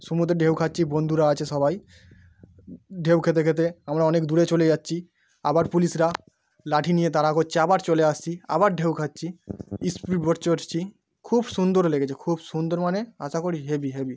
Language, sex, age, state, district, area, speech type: Bengali, male, 18-30, West Bengal, Howrah, urban, spontaneous